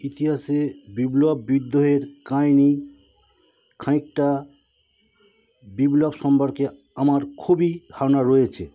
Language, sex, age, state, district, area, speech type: Bengali, male, 30-45, West Bengal, Howrah, urban, spontaneous